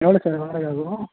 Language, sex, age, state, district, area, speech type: Tamil, male, 18-30, Tamil Nadu, Chengalpattu, rural, conversation